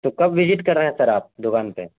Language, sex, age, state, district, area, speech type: Urdu, male, 18-30, Bihar, Araria, rural, conversation